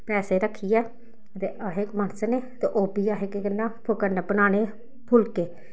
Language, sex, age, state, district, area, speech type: Dogri, female, 30-45, Jammu and Kashmir, Samba, rural, spontaneous